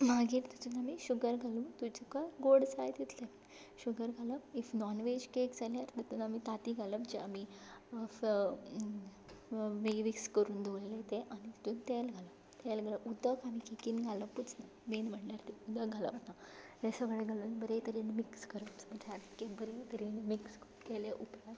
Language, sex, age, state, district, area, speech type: Goan Konkani, female, 18-30, Goa, Tiswadi, rural, spontaneous